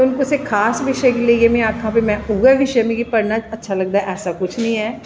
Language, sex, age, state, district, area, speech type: Dogri, female, 45-60, Jammu and Kashmir, Jammu, urban, spontaneous